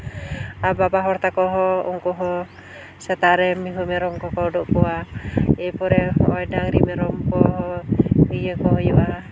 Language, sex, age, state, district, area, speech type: Santali, female, 30-45, West Bengal, Jhargram, rural, spontaneous